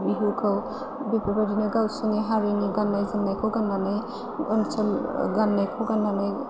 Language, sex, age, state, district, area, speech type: Bodo, female, 30-45, Assam, Chirang, urban, spontaneous